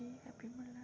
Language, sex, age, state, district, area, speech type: Goan Konkani, female, 30-45, Goa, Murmgao, rural, spontaneous